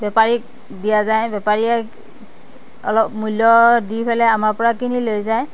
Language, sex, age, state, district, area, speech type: Assamese, female, 60+, Assam, Darrang, rural, spontaneous